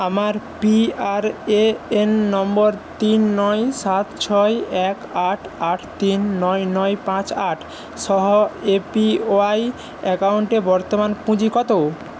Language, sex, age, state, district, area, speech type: Bengali, male, 18-30, West Bengal, Paschim Medinipur, rural, read